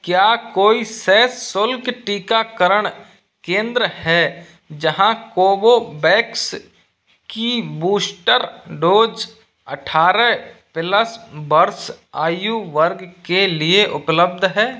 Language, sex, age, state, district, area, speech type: Hindi, male, 18-30, Rajasthan, Karauli, rural, read